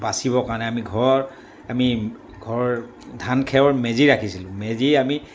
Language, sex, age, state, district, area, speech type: Assamese, male, 60+, Assam, Dibrugarh, rural, spontaneous